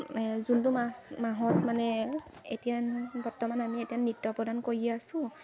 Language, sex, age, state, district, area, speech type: Assamese, female, 18-30, Assam, Majuli, urban, spontaneous